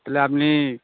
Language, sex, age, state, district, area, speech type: Bengali, male, 60+, West Bengal, Bankura, urban, conversation